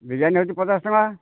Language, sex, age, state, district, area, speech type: Odia, male, 60+, Odisha, Nayagarh, rural, conversation